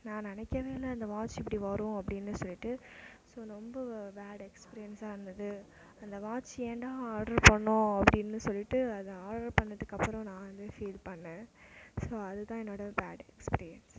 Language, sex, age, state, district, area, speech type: Tamil, female, 18-30, Tamil Nadu, Mayiladuthurai, urban, spontaneous